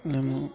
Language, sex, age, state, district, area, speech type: Odia, male, 18-30, Odisha, Malkangiri, urban, spontaneous